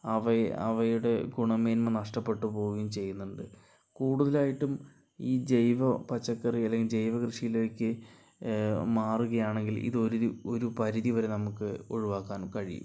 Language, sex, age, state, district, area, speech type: Malayalam, male, 45-60, Kerala, Palakkad, urban, spontaneous